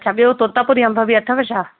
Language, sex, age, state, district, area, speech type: Sindhi, female, 30-45, Madhya Pradesh, Katni, urban, conversation